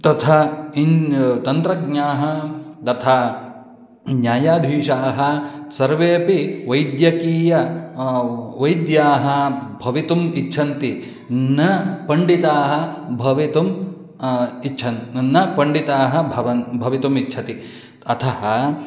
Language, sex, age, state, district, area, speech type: Sanskrit, male, 45-60, Karnataka, Shimoga, rural, spontaneous